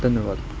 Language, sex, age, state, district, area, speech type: Punjabi, male, 18-30, Punjab, Kapurthala, rural, spontaneous